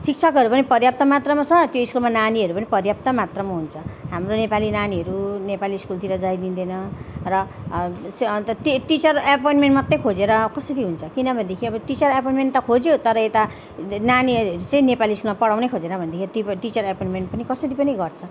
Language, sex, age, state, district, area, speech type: Nepali, female, 30-45, West Bengal, Jalpaiguri, urban, spontaneous